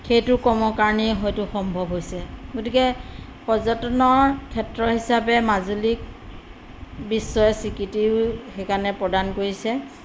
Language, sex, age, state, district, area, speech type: Assamese, female, 45-60, Assam, Majuli, rural, spontaneous